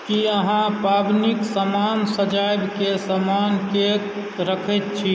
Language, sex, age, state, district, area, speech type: Maithili, male, 18-30, Bihar, Supaul, rural, read